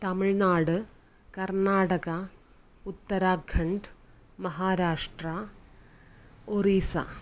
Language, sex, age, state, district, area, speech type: Malayalam, female, 30-45, Kerala, Kannur, rural, spontaneous